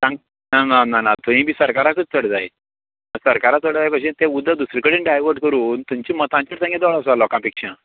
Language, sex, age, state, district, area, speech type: Goan Konkani, male, 45-60, Goa, Canacona, rural, conversation